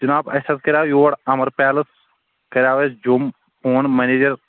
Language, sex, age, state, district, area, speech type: Kashmiri, male, 18-30, Jammu and Kashmir, Shopian, rural, conversation